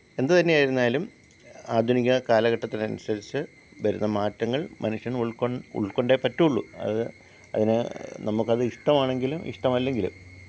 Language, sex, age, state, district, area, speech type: Malayalam, male, 45-60, Kerala, Kollam, rural, spontaneous